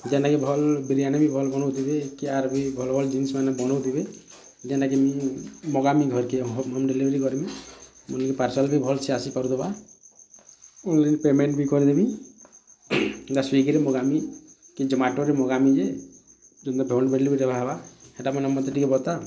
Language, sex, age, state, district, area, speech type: Odia, male, 45-60, Odisha, Bargarh, urban, spontaneous